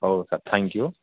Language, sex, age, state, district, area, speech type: Odia, male, 30-45, Odisha, Sambalpur, rural, conversation